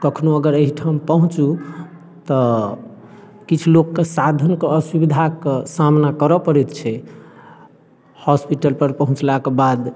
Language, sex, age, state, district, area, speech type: Maithili, male, 30-45, Bihar, Darbhanga, rural, spontaneous